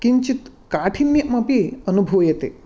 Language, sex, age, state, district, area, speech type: Sanskrit, male, 45-60, Karnataka, Uttara Kannada, rural, spontaneous